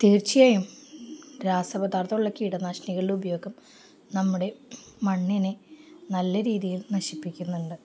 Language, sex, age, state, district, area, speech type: Malayalam, female, 45-60, Kerala, Palakkad, rural, spontaneous